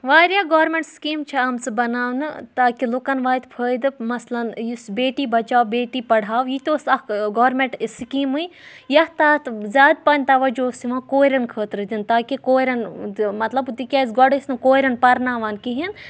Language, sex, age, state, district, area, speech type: Kashmiri, female, 18-30, Jammu and Kashmir, Budgam, rural, spontaneous